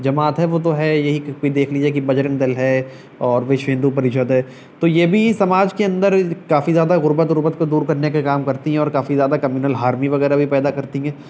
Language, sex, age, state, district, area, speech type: Urdu, male, 18-30, Uttar Pradesh, Shahjahanpur, urban, spontaneous